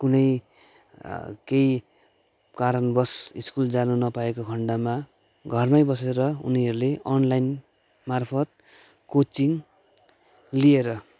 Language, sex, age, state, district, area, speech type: Nepali, male, 30-45, West Bengal, Kalimpong, rural, spontaneous